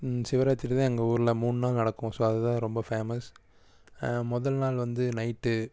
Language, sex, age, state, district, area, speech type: Tamil, male, 18-30, Tamil Nadu, Erode, rural, spontaneous